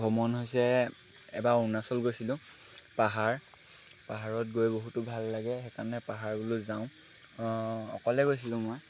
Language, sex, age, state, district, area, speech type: Assamese, male, 18-30, Assam, Lakhimpur, rural, spontaneous